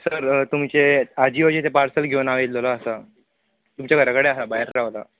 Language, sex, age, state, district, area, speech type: Goan Konkani, male, 18-30, Goa, Bardez, urban, conversation